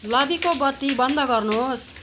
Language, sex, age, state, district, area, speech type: Nepali, female, 60+, West Bengal, Kalimpong, rural, read